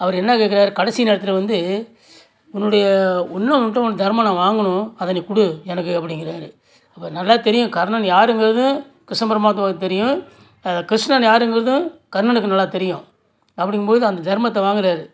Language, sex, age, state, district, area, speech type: Tamil, male, 60+, Tamil Nadu, Nagapattinam, rural, spontaneous